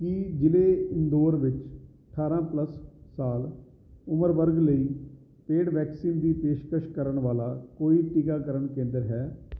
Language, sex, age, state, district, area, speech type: Punjabi, male, 30-45, Punjab, Kapurthala, urban, read